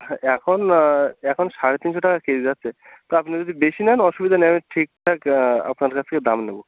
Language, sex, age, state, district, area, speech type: Bengali, male, 18-30, West Bengal, Birbhum, urban, conversation